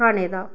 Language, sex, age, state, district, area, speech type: Dogri, female, 30-45, Jammu and Kashmir, Samba, rural, spontaneous